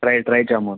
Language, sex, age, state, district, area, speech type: Kannada, male, 30-45, Karnataka, Gadag, urban, conversation